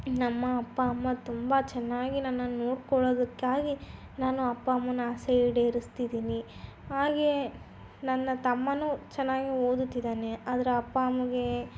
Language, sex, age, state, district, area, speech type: Kannada, female, 18-30, Karnataka, Chitradurga, rural, spontaneous